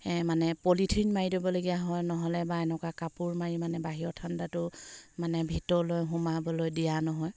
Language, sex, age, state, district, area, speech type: Assamese, female, 30-45, Assam, Charaideo, rural, spontaneous